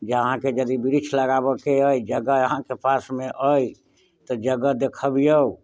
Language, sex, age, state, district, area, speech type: Maithili, male, 60+, Bihar, Muzaffarpur, rural, spontaneous